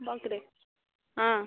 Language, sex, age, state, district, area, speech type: Hindi, female, 18-30, Bihar, Vaishali, rural, conversation